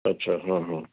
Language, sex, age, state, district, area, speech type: Sindhi, male, 60+, Delhi, South Delhi, urban, conversation